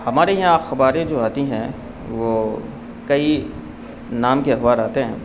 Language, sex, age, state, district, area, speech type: Urdu, male, 45-60, Bihar, Supaul, rural, spontaneous